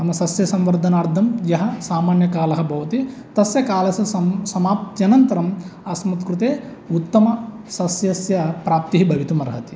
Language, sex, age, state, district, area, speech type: Sanskrit, male, 30-45, Andhra Pradesh, East Godavari, rural, spontaneous